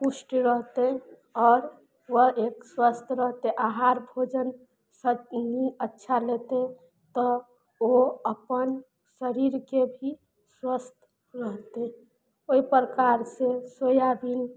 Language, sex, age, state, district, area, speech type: Maithili, female, 45-60, Bihar, Madhubani, rural, spontaneous